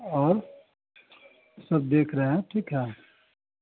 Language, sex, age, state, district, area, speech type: Hindi, male, 30-45, Bihar, Vaishali, urban, conversation